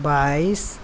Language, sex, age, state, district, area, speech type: Maithili, male, 18-30, Bihar, Saharsa, rural, spontaneous